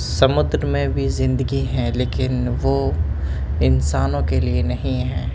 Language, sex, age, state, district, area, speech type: Urdu, male, 18-30, Delhi, Central Delhi, urban, spontaneous